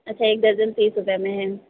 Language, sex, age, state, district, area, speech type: Hindi, female, 30-45, Uttar Pradesh, Sitapur, rural, conversation